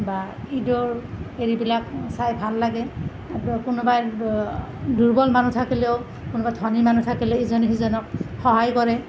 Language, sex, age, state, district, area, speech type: Assamese, female, 30-45, Assam, Nalbari, rural, spontaneous